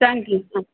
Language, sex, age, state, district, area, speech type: Marathi, female, 60+, Maharashtra, Kolhapur, urban, conversation